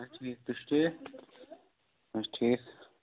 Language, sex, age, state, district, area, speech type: Kashmiri, male, 18-30, Jammu and Kashmir, Budgam, rural, conversation